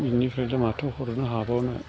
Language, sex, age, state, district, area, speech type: Bodo, male, 60+, Assam, Chirang, rural, spontaneous